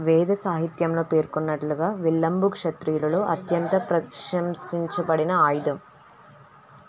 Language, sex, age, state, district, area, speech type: Telugu, female, 18-30, Andhra Pradesh, N T Rama Rao, rural, read